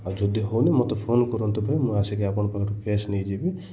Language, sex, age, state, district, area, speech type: Odia, male, 30-45, Odisha, Koraput, urban, spontaneous